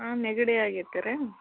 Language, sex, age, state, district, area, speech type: Kannada, female, 30-45, Karnataka, Koppal, urban, conversation